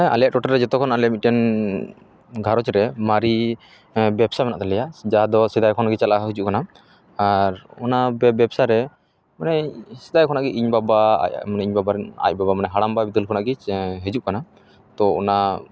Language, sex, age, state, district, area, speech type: Santali, male, 30-45, West Bengal, Paschim Bardhaman, rural, spontaneous